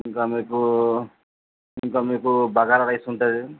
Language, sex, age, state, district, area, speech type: Telugu, male, 45-60, Telangana, Mancherial, rural, conversation